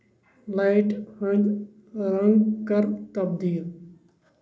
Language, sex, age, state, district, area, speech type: Kashmiri, male, 30-45, Jammu and Kashmir, Kupwara, urban, read